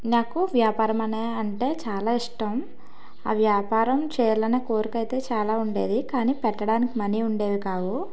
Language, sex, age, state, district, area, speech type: Telugu, female, 18-30, Telangana, Karimnagar, urban, spontaneous